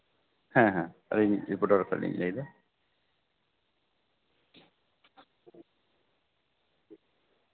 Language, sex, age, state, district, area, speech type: Santali, male, 30-45, West Bengal, Birbhum, rural, conversation